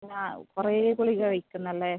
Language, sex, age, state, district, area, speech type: Malayalam, female, 30-45, Kerala, Kasaragod, rural, conversation